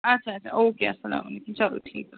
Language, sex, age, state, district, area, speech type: Kashmiri, female, 60+, Jammu and Kashmir, Srinagar, urban, conversation